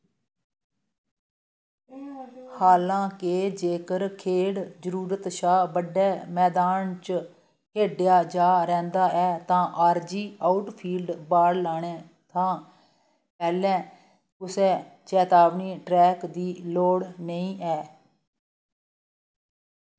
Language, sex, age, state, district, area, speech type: Dogri, female, 60+, Jammu and Kashmir, Reasi, rural, read